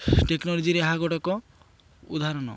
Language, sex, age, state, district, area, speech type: Odia, male, 30-45, Odisha, Malkangiri, urban, spontaneous